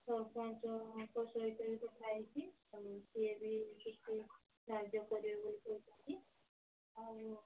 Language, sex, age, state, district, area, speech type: Odia, female, 45-60, Odisha, Mayurbhanj, rural, conversation